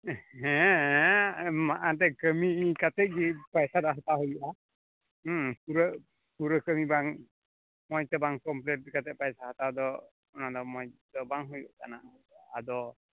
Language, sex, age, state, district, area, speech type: Santali, male, 45-60, West Bengal, Malda, rural, conversation